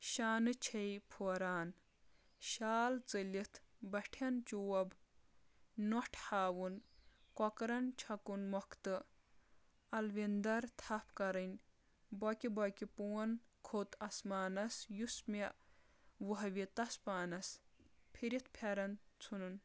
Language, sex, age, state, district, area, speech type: Kashmiri, female, 30-45, Jammu and Kashmir, Kulgam, rural, spontaneous